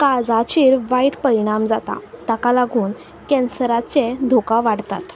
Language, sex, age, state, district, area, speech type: Goan Konkani, female, 18-30, Goa, Quepem, rural, spontaneous